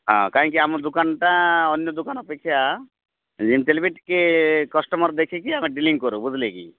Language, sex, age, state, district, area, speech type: Odia, male, 45-60, Odisha, Rayagada, rural, conversation